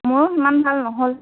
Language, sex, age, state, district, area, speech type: Assamese, female, 18-30, Assam, Dibrugarh, rural, conversation